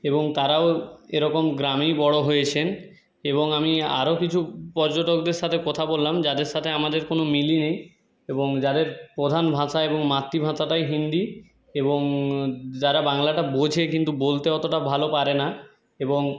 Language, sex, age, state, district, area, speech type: Bengali, male, 30-45, West Bengal, Jhargram, rural, spontaneous